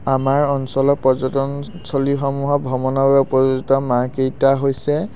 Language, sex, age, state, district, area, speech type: Assamese, male, 18-30, Assam, Sivasagar, urban, spontaneous